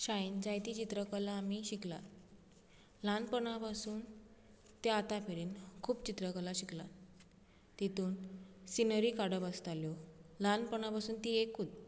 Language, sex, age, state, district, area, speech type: Goan Konkani, female, 18-30, Goa, Bardez, rural, spontaneous